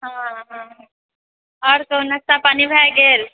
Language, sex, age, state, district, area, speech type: Maithili, female, 45-60, Bihar, Purnia, rural, conversation